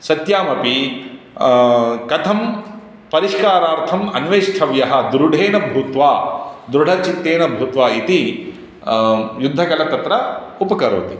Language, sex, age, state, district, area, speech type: Sanskrit, male, 30-45, Andhra Pradesh, Guntur, urban, spontaneous